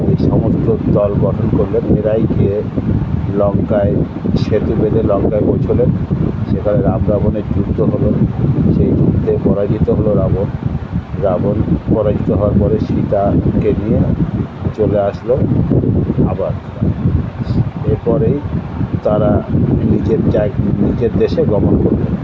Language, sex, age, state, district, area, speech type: Bengali, male, 60+, West Bengal, South 24 Parganas, urban, spontaneous